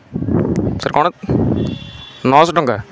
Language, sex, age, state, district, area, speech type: Odia, male, 18-30, Odisha, Kendrapara, urban, spontaneous